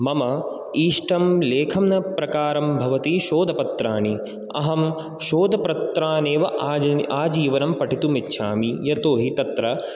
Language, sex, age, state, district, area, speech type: Sanskrit, male, 18-30, Rajasthan, Jaipur, urban, spontaneous